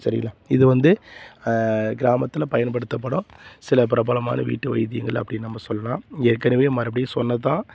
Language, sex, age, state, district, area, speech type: Tamil, male, 30-45, Tamil Nadu, Salem, rural, spontaneous